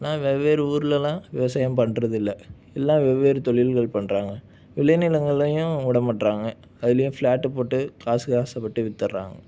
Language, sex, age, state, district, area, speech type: Tamil, male, 18-30, Tamil Nadu, Nagapattinam, rural, spontaneous